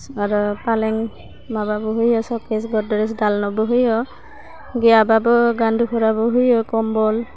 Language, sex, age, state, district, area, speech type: Bodo, female, 18-30, Assam, Udalguri, urban, spontaneous